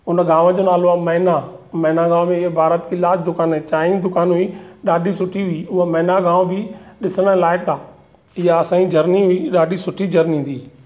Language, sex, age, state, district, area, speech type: Sindhi, male, 45-60, Maharashtra, Thane, urban, spontaneous